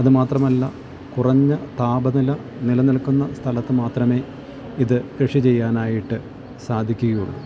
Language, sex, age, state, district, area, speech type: Malayalam, male, 60+, Kerala, Idukki, rural, spontaneous